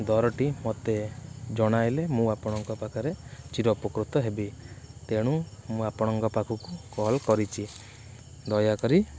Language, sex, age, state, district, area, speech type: Odia, male, 18-30, Odisha, Kendrapara, urban, spontaneous